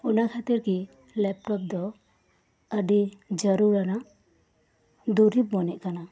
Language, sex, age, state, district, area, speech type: Santali, female, 30-45, West Bengal, Birbhum, rural, spontaneous